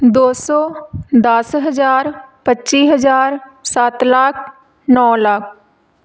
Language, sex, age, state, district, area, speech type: Punjabi, female, 30-45, Punjab, Tarn Taran, rural, spontaneous